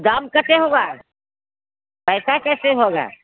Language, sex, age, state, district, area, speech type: Hindi, female, 60+, Bihar, Muzaffarpur, rural, conversation